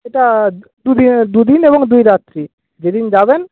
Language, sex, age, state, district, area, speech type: Bengali, male, 30-45, West Bengal, Paschim Medinipur, rural, conversation